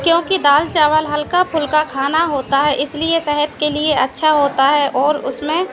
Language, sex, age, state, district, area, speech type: Hindi, female, 18-30, Madhya Pradesh, Hoshangabad, urban, spontaneous